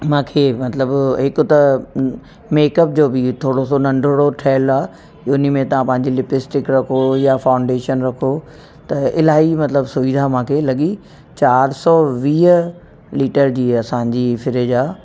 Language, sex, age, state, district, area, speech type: Sindhi, female, 45-60, Uttar Pradesh, Lucknow, urban, spontaneous